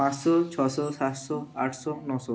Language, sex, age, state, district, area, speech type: Bengali, male, 30-45, West Bengal, Bankura, urban, spontaneous